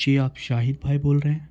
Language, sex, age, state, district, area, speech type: Urdu, male, 18-30, Bihar, Gaya, urban, spontaneous